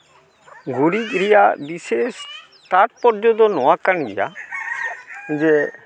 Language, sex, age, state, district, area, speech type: Santali, male, 45-60, West Bengal, Malda, rural, spontaneous